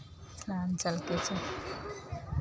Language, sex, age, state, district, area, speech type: Maithili, female, 30-45, Bihar, Araria, urban, spontaneous